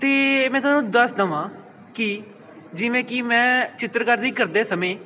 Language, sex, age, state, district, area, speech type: Punjabi, male, 18-30, Punjab, Pathankot, rural, spontaneous